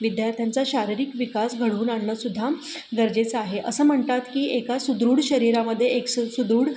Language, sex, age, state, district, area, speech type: Marathi, female, 30-45, Maharashtra, Satara, urban, spontaneous